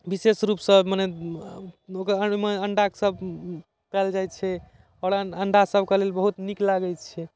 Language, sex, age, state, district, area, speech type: Maithili, male, 18-30, Bihar, Darbhanga, urban, spontaneous